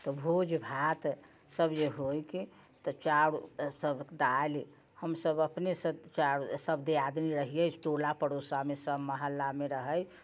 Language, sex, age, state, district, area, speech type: Maithili, female, 60+, Bihar, Muzaffarpur, rural, spontaneous